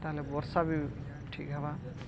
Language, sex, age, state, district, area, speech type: Odia, male, 45-60, Odisha, Balangir, urban, spontaneous